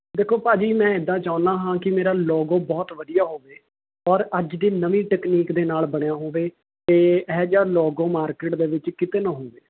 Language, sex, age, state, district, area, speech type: Punjabi, male, 18-30, Punjab, Mohali, urban, conversation